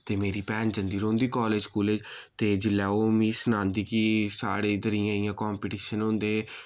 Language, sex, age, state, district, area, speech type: Dogri, male, 18-30, Jammu and Kashmir, Samba, rural, spontaneous